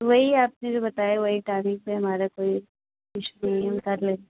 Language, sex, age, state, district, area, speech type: Hindi, female, 18-30, Uttar Pradesh, Pratapgarh, urban, conversation